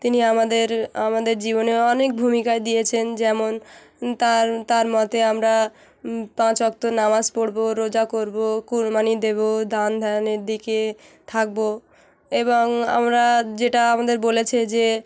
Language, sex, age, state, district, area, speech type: Bengali, female, 18-30, West Bengal, Hooghly, urban, spontaneous